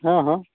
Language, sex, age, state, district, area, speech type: Maithili, male, 30-45, Bihar, Darbhanga, rural, conversation